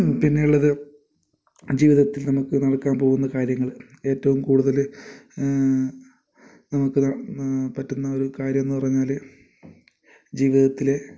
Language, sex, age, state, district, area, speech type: Malayalam, male, 30-45, Kerala, Kasaragod, rural, spontaneous